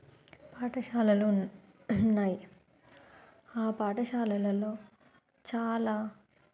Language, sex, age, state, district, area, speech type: Telugu, female, 30-45, Telangana, Warangal, urban, spontaneous